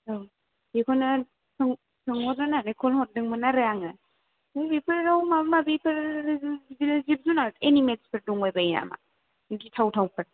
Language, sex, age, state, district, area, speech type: Bodo, female, 18-30, Assam, Kokrajhar, rural, conversation